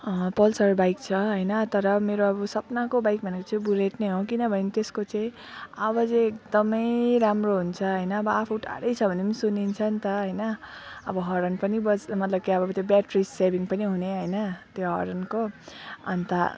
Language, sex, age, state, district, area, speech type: Nepali, female, 30-45, West Bengal, Alipurduar, urban, spontaneous